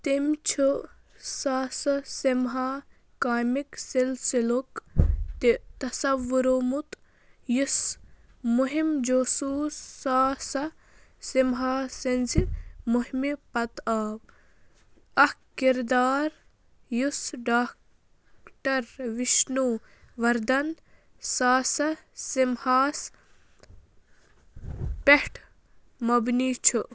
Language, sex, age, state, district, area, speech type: Kashmiri, female, 30-45, Jammu and Kashmir, Bandipora, rural, read